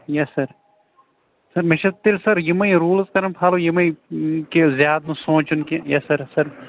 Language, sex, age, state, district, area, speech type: Kashmiri, male, 18-30, Jammu and Kashmir, Shopian, rural, conversation